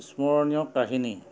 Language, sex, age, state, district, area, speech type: Assamese, male, 45-60, Assam, Charaideo, urban, spontaneous